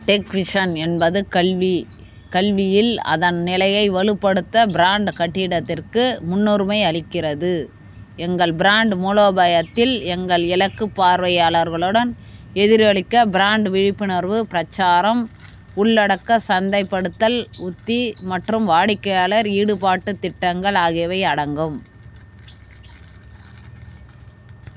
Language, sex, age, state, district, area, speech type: Tamil, female, 30-45, Tamil Nadu, Vellore, urban, read